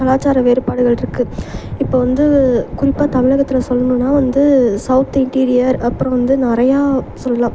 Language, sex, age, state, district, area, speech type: Tamil, female, 18-30, Tamil Nadu, Thanjavur, urban, spontaneous